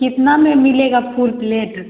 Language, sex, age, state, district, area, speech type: Hindi, female, 18-30, Bihar, Begusarai, urban, conversation